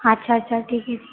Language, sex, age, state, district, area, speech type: Marathi, female, 18-30, Maharashtra, Mumbai Suburban, urban, conversation